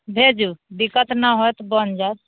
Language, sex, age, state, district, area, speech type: Maithili, female, 30-45, Bihar, Sitamarhi, urban, conversation